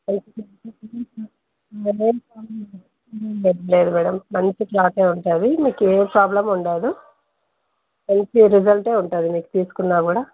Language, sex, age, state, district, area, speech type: Telugu, female, 45-60, Andhra Pradesh, Anantapur, urban, conversation